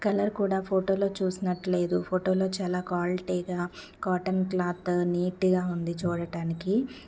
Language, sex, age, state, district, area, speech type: Telugu, female, 30-45, Andhra Pradesh, Palnadu, rural, spontaneous